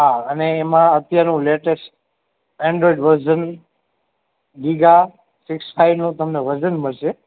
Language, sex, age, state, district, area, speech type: Gujarati, male, 30-45, Gujarat, Morbi, urban, conversation